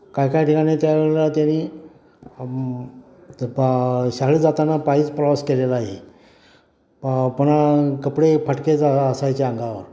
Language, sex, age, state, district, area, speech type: Marathi, male, 60+, Maharashtra, Satara, rural, spontaneous